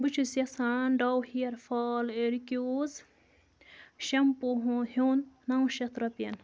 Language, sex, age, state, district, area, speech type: Kashmiri, female, 18-30, Jammu and Kashmir, Budgam, rural, read